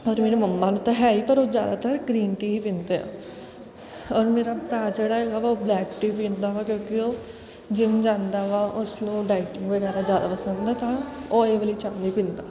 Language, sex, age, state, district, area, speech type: Punjabi, female, 18-30, Punjab, Kapurthala, urban, spontaneous